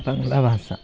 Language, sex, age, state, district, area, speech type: Bengali, male, 18-30, West Bengal, Malda, urban, spontaneous